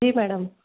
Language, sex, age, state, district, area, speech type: Hindi, female, 30-45, Rajasthan, Jaipur, urban, conversation